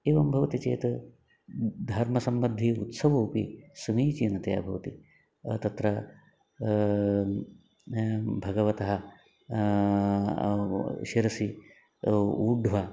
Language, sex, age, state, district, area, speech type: Sanskrit, male, 45-60, Karnataka, Uttara Kannada, rural, spontaneous